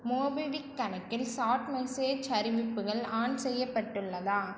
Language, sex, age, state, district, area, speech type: Tamil, female, 18-30, Tamil Nadu, Cuddalore, rural, read